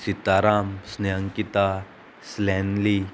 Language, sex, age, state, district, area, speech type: Goan Konkani, female, 18-30, Goa, Murmgao, urban, spontaneous